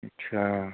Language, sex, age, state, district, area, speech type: Hindi, male, 30-45, Bihar, Vaishali, rural, conversation